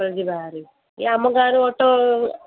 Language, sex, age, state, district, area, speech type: Odia, female, 18-30, Odisha, Ganjam, urban, conversation